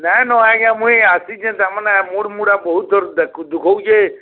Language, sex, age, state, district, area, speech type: Odia, male, 60+, Odisha, Bargarh, urban, conversation